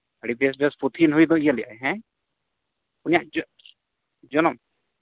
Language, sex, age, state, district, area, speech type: Santali, male, 18-30, Jharkhand, East Singhbhum, rural, conversation